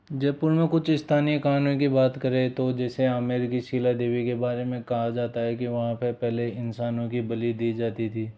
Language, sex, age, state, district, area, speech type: Hindi, male, 18-30, Rajasthan, Jaipur, urban, spontaneous